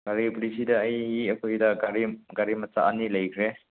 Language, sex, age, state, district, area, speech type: Manipuri, male, 18-30, Manipur, Chandel, rural, conversation